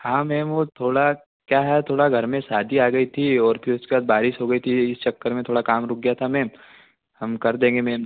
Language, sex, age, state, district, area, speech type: Hindi, male, 18-30, Madhya Pradesh, Betul, urban, conversation